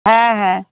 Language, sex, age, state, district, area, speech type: Bengali, female, 30-45, West Bengal, Darjeeling, urban, conversation